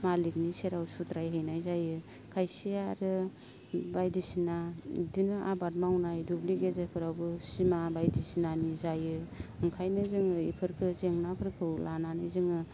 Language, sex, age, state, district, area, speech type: Bodo, female, 18-30, Assam, Baksa, rural, spontaneous